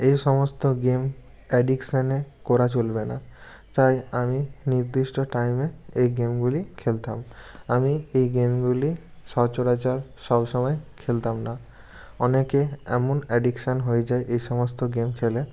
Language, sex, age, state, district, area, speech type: Bengali, male, 18-30, West Bengal, Bankura, urban, spontaneous